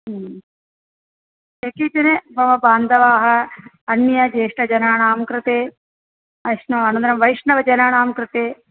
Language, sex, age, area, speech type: Sanskrit, female, 45-60, urban, conversation